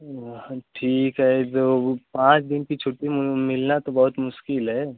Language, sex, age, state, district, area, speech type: Hindi, male, 30-45, Uttar Pradesh, Mau, rural, conversation